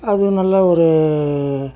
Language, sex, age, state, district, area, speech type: Tamil, male, 60+, Tamil Nadu, Dharmapuri, urban, spontaneous